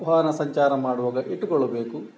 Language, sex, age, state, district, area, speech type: Kannada, male, 45-60, Karnataka, Udupi, rural, spontaneous